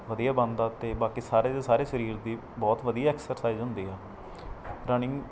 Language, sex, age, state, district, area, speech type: Punjabi, male, 18-30, Punjab, Mansa, rural, spontaneous